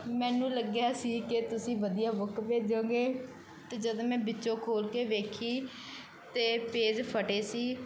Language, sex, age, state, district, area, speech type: Punjabi, female, 18-30, Punjab, Bathinda, rural, spontaneous